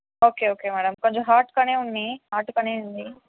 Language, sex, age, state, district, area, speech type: Telugu, female, 18-30, Andhra Pradesh, Sri Balaji, rural, conversation